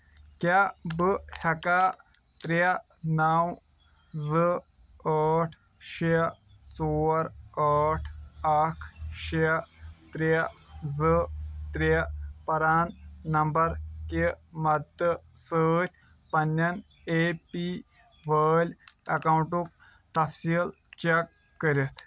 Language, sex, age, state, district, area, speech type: Kashmiri, male, 30-45, Jammu and Kashmir, Kulgam, rural, read